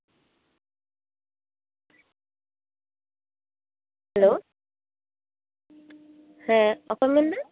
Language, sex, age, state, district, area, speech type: Santali, female, 30-45, West Bengal, Paschim Bardhaman, urban, conversation